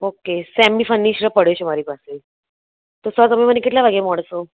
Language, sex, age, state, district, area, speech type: Gujarati, female, 30-45, Gujarat, Kheda, rural, conversation